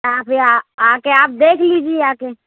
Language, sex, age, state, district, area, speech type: Urdu, female, 18-30, Uttar Pradesh, Lucknow, rural, conversation